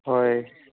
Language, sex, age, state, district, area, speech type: Assamese, male, 18-30, Assam, Sonitpur, rural, conversation